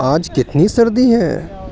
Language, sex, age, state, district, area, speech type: Urdu, male, 45-60, Uttar Pradesh, Aligarh, urban, read